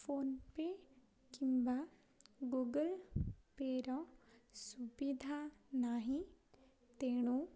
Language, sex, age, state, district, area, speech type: Odia, female, 18-30, Odisha, Ganjam, urban, spontaneous